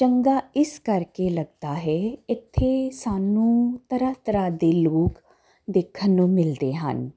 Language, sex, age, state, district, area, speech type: Punjabi, female, 30-45, Punjab, Jalandhar, urban, spontaneous